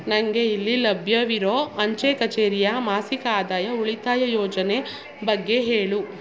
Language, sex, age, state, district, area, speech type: Kannada, female, 30-45, Karnataka, Mandya, rural, read